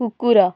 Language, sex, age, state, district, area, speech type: Odia, female, 18-30, Odisha, Cuttack, urban, read